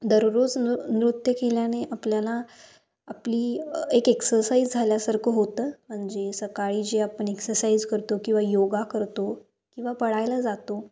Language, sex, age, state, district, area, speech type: Marathi, female, 18-30, Maharashtra, Kolhapur, rural, spontaneous